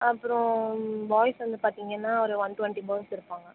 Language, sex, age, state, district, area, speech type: Tamil, female, 18-30, Tamil Nadu, Viluppuram, urban, conversation